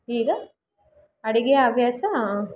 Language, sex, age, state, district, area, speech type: Kannada, female, 18-30, Karnataka, Kolar, rural, spontaneous